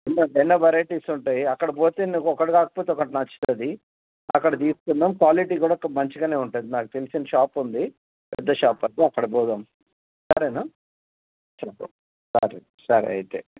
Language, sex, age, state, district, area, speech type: Telugu, male, 60+, Telangana, Hyderabad, rural, conversation